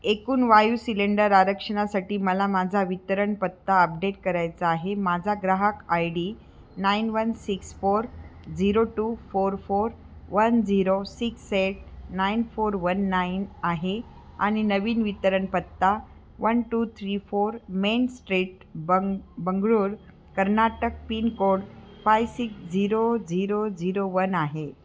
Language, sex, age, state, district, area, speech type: Marathi, female, 45-60, Maharashtra, Nashik, urban, read